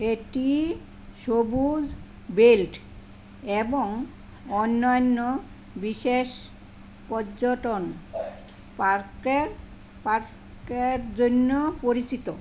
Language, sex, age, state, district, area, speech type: Bengali, female, 60+, West Bengal, Kolkata, urban, read